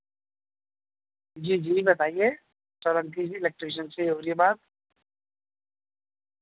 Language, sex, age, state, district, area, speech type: Urdu, male, 60+, Delhi, North East Delhi, urban, conversation